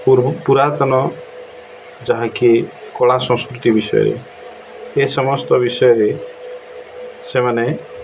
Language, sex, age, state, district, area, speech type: Odia, male, 45-60, Odisha, Nabarangpur, urban, spontaneous